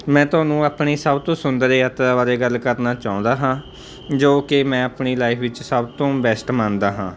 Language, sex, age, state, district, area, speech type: Punjabi, male, 18-30, Punjab, Mansa, urban, spontaneous